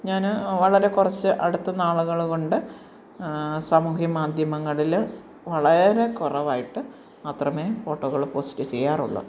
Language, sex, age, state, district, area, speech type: Malayalam, female, 60+, Kerala, Kottayam, rural, spontaneous